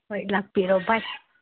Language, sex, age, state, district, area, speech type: Manipuri, female, 45-60, Manipur, Churachandpur, urban, conversation